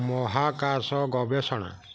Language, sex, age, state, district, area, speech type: Odia, male, 45-60, Odisha, Kendujhar, urban, read